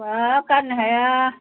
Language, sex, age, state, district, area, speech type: Bodo, female, 60+, Assam, Kokrajhar, urban, conversation